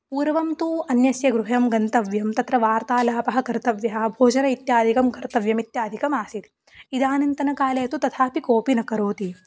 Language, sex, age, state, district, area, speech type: Sanskrit, female, 18-30, Maharashtra, Sindhudurg, rural, spontaneous